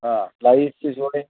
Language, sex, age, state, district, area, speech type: Marathi, male, 60+, Maharashtra, Kolhapur, urban, conversation